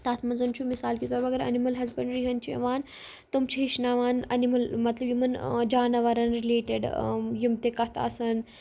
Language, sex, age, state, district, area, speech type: Kashmiri, female, 18-30, Jammu and Kashmir, Kupwara, rural, spontaneous